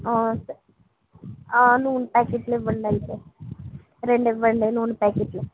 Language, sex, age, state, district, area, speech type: Telugu, female, 45-60, Andhra Pradesh, East Godavari, urban, conversation